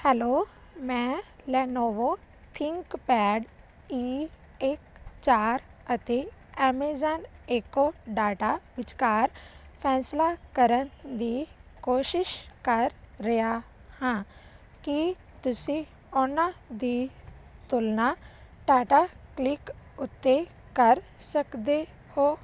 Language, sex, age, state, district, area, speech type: Punjabi, female, 18-30, Punjab, Fazilka, rural, read